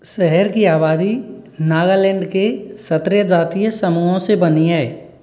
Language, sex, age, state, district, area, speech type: Hindi, male, 45-60, Rajasthan, Karauli, rural, read